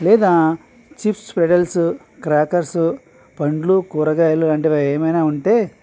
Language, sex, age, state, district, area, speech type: Telugu, male, 45-60, Andhra Pradesh, Eluru, rural, spontaneous